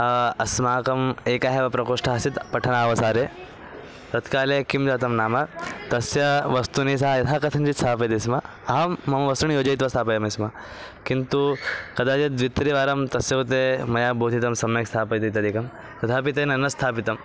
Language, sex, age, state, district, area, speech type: Sanskrit, male, 18-30, Maharashtra, Thane, urban, spontaneous